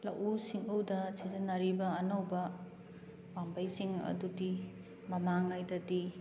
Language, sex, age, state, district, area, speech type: Manipuri, female, 30-45, Manipur, Kakching, rural, spontaneous